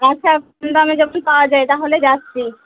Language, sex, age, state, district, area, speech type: Bengali, female, 30-45, West Bengal, Uttar Dinajpur, urban, conversation